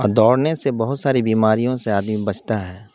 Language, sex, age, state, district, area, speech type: Urdu, male, 30-45, Bihar, Khagaria, rural, spontaneous